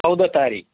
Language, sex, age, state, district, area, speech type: Nepali, male, 45-60, West Bengal, Kalimpong, rural, conversation